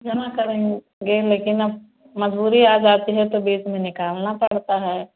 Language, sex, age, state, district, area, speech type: Hindi, female, 60+, Uttar Pradesh, Ayodhya, rural, conversation